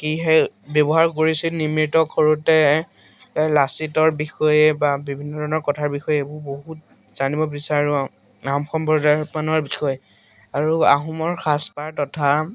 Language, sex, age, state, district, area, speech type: Assamese, male, 18-30, Assam, Majuli, urban, spontaneous